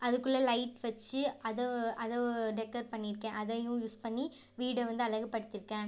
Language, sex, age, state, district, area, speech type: Tamil, female, 18-30, Tamil Nadu, Ariyalur, rural, spontaneous